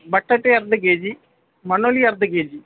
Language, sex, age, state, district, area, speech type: Kannada, male, 45-60, Karnataka, Dakshina Kannada, urban, conversation